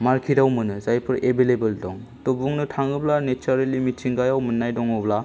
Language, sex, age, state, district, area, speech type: Bodo, male, 30-45, Assam, Chirang, rural, spontaneous